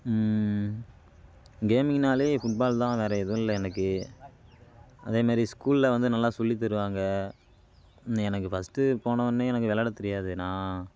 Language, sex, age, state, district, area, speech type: Tamil, male, 18-30, Tamil Nadu, Kallakurichi, urban, spontaneous